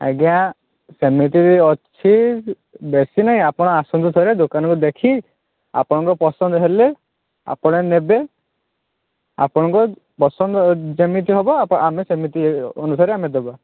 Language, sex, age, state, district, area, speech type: Odia, male, 30-45, Odisha, Balasore, rural, conversation